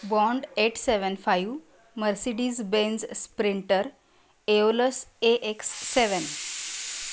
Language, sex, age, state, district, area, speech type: Marathi, female, 45-60, Maharashtra, Kolhapur, urban, spontaneous